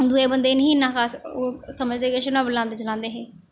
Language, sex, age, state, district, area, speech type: Dogri, female, 18-30, Jammu and Kashmir, Jammu, rural, spontaneous